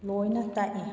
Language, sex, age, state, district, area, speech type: Manipuri, female, 30-45, Manipur, Kakching, rural, spontaneous